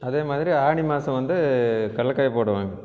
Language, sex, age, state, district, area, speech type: Tamil, male, 45-60, Tamil Nadu, Krishnagiri, rural, spontaneous